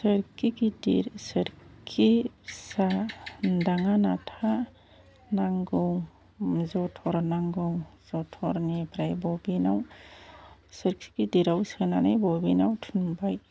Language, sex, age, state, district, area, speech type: Bodo, female, 45-60, Assam, Chirang, rural, spontaneous